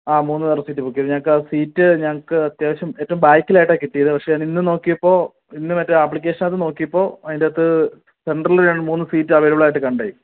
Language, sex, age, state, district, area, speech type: Malayalam, male, 18-30, Kerala, Idukki, rural, conversation